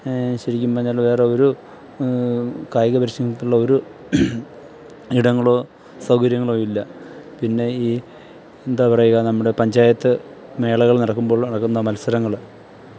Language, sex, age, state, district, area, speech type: Malayalam, male, 30-45, Kerala, Thiruvananthapuram, rural, spontaneous